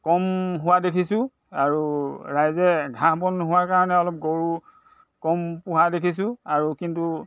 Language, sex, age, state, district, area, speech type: Assamese, male, 60+, Assam, Dhemaji, urban, spontaneous